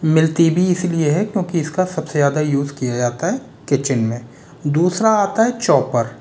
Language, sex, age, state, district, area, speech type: Hindi, male, 18-30, Rajasthan, Jaipur, urban, spontaneous